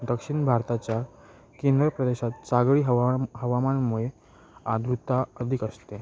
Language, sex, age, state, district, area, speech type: Marathi, male, 18-30, Maharashtra, Ratnagiri, rural, spontaneous